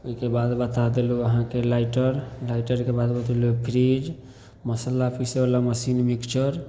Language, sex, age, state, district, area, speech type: Maithili, male, 18-30, Bihar, Samastipur, urban, spontaneous